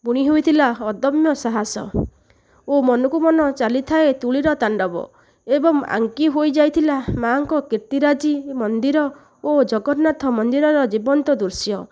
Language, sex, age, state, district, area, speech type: Odia, female, 30-45, Odisha, Nayagarh, rural, spontaneous